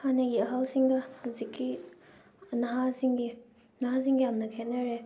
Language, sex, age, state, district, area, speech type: Manipuri, female, 18-30, Manipur, Thoubal, rural, spontaneous